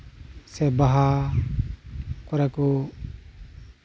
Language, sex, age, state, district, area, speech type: Santali, male, 30-45, West Bengal, Birbhum, rural, spontaneous